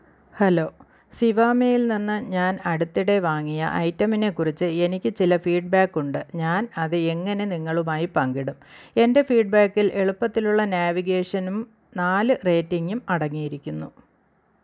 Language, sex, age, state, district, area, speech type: Malayalam, female, 45-60, Kerala, Thiruvananthapuram, rural, read